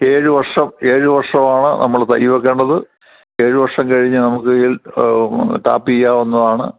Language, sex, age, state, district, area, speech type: Malayalam, male, 60+, Kerala, Thiruvananthapuram, rural, conversation